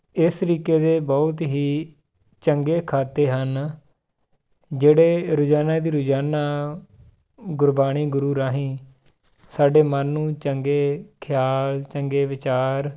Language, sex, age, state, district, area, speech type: Punjabi, male, 30-45, Punjab, Tarn Taran, rural, spontaneous